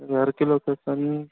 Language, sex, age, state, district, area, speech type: Hindi, male, 18-30, Madhya Pradesh, Harda, urban, conversation